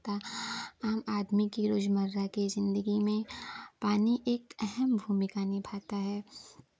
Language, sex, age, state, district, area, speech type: Hindi, female, 18-30, Uttar Pradesh, Chandauli, urban, spontaneous